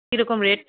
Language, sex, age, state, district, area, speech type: Bengali, female, 45-60, West Bengal, Alipurduar, rural, conversation